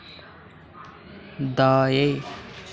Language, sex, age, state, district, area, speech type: Hindi, male, 18-30, Madhya Pradesh, Harda, rural, read